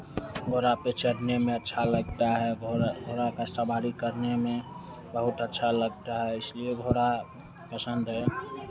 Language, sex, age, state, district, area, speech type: Hindi, male, 30-45, Bihar, Madhepura, rural, spontaneous